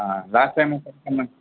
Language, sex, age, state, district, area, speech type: Tamil, male, 60+, Tamil Nadu, Tiruvarur, rural, conversation